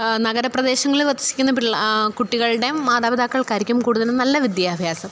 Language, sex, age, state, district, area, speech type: Malayalam, female, 30-45, Kerala, Pathanamthitta, rural, spontaneous